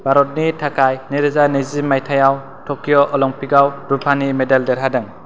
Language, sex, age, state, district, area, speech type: Bodo, male, 18-30, Assam, Kokrajhar, rural, read